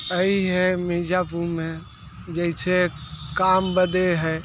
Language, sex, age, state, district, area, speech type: Hindi, male, 60+, Uttar Pradesh, Mirzapur, urban, spontaneous